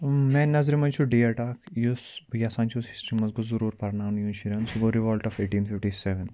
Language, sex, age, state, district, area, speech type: Kashmiri, male, 18-30, Jammu and Kashmir, Ganderbal, rural, spontaneous